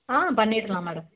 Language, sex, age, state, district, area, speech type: Tamil, female, 30-45, Tamil Nadu, Perambalur, rural, conversation